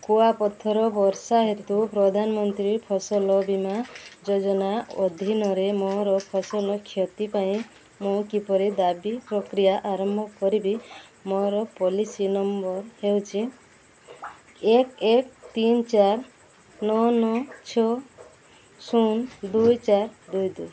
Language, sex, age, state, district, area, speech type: Odia, female, 45-60, Odisha, Sundergarh, urban, read